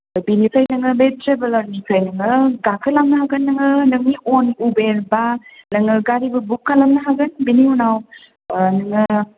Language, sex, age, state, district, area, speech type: Bodo, female, 18-30, Assam, Kokrajhar, rural, conversation